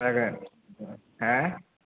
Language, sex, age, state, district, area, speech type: Bodo, male, 18-30, Assam, Kokrajhar, rural, conversation